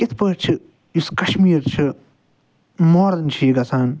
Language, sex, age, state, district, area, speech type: Kashmiri, male, 60+, Jammu and Kashmir, Srinagar, urban, spontaneous